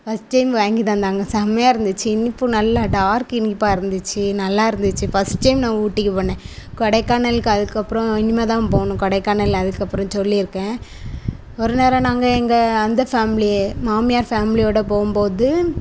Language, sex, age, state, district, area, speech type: Tamil, female, 18-30, Tamil Nadu, Thoothukudi, rural, spontaneous